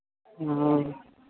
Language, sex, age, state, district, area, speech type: Hindi, male, 30-45, Bihar, Madhepura, rural, conversation